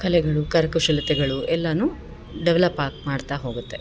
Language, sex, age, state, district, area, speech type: Kannada, female, 30-45, Karnataka, Bellary, rural, spontaneous